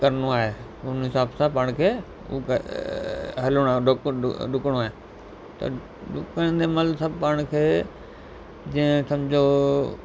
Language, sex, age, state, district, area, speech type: Sindhi, male, 45-60, Gujarat, Kutch, rural, spontaneous